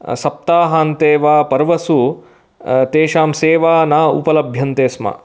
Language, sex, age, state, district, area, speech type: Sanskrit, male, 30-45, Karnataka, Mysore, urban, spontaneous